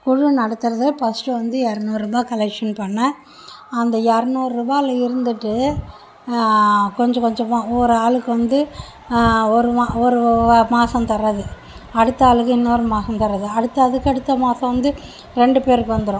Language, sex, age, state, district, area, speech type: Tamil, female, 60+, Tamil Nadu, Mayiladuthurai, urban, spontaneous